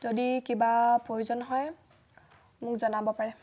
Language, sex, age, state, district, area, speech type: Assamese, female, 18-30, Assam, Tinsukia, urban, spontaneous